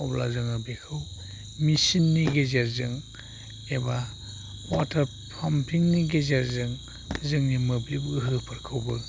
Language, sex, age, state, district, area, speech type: Bodo, male, 45-60, Assam, Chirang, rural, spontaneous